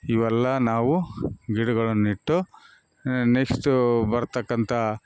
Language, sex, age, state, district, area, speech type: Kannada, male, 45-60, Karnataka, Bellary, rural, spontaneous